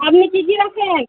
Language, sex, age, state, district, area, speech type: Bengali, female, 30-45, West Bengal, Uttar Dinajpur, urban, conversation